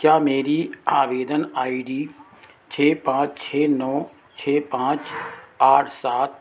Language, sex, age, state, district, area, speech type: Hindi, male, 60+, Uttar Pradesh, Sitapur, rural, read